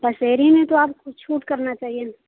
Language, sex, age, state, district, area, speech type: Hindi, female, 45-60, Uttar Pradesh, Chandauli, rural, conversation